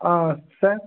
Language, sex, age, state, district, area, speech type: Tamil, male, 18-30, Tamil Nadu, Tirunelveli, rural, conversation